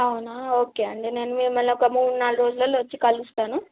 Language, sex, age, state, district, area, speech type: Telugu, female, 18-30, Telangana, Nizamabad, rural, conversation